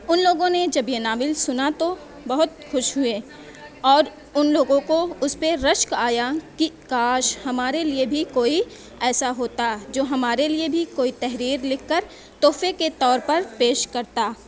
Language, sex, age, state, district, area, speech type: Urdu, female, 18-30, Uttar Pradesh, Mau, urban, spontaneous